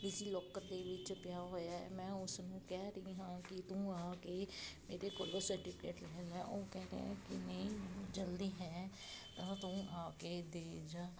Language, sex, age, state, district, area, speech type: Punjabi, female, 30-45, Punjab, Jalandhar, urban, spontaneous